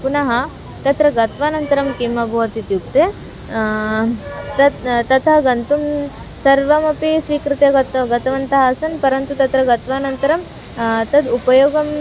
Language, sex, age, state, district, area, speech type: Sanskrit, female, 18-30, Karnataka, Dharwad, urban, spontaneous